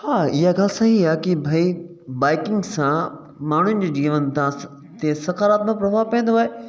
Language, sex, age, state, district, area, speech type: Sindhi, male, 30-45, Uttar Pradesh, Lucknow, urban, spontaneous